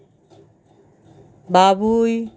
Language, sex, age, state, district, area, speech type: Bengali, female, 45-60, West Bengal, Howrah, urban, spontaneous